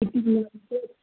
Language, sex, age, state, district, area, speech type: Telugu, male, 18-30, Telangana, Ranga Reddy, urban, conversation